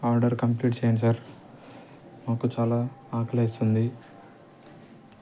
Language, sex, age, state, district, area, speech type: Telugu, male, 30-45, Andhra Pradesh, Nellore, urban, spontaneous